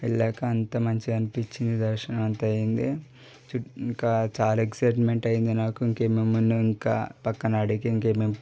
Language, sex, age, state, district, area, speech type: Telugu, male, 18-30, Telangana, Medchal, urban, spontaneous